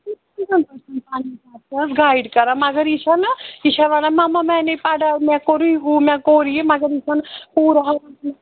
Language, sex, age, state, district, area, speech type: Kashmiri, female, 30-45, Jammu and Kashmir, Srinagar, urban, conversation